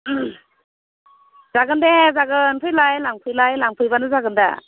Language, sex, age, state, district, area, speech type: Bodo, female, 30-45, Assam, Udalguri, urban, conversation